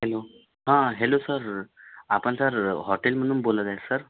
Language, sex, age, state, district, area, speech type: Marathi, other, 45-60, Maharashtra, Nagpur, rural, conversation